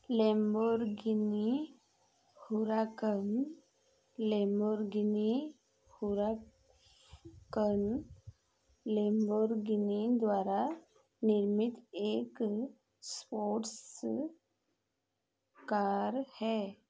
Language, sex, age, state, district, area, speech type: Hindi, female, 45-60, Madhya Pradesh, Chhindwara, rural, read